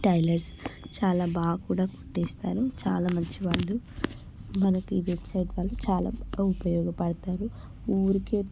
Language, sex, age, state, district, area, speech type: Telugu, female, 18-30, Telangana, Hyderabad, urban, spontaneous